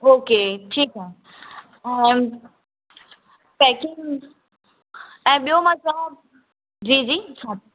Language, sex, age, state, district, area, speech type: Sindhi, female, 18-30, Gujarat, Kutch, urban, conversation